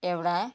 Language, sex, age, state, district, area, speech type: Nepali, female, 60+, West Bengal, Kalimpong, rural, spontaneous